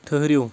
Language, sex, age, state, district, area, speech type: Kashmiri, male, 18-30, Jammu and Kashmir, Anantnag, rural, read